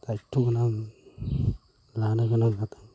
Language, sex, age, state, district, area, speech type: Bodo, male, 45-60, Assam, Kokrajhar, urban, spontaneous